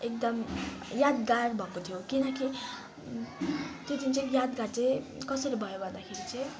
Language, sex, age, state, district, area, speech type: Nepali, female, 18-30, West Bengal, Kalimpong, rural, spontaneous